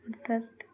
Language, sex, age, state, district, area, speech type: Bengali, female, 18-30, West Bengal, Dakshin Dinajpur, urban, spontaneous